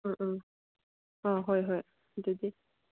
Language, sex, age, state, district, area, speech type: Manipuri, female, 18-30, Manipur, Kangpokpi, rural, conversation